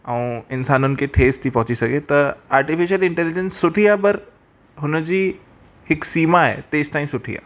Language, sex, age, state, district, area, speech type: Sindhi, male, 18-30, Rajasthan, Ajmer, urban, spontaneous